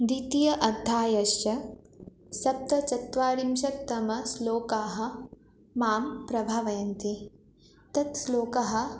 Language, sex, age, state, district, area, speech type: Sanskrit, female, 18-30, West Bengal, Jalpaiguri, urban, spontaneous